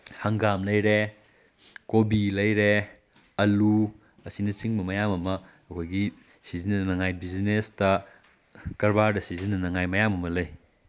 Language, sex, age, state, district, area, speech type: Manipuri, male, 18-30, Manipur, Kakching, rural, spontaneous